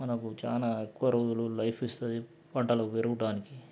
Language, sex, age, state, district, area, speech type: Telugu, male, 45-60, Telangana, Nalgonda, rural, spontaneous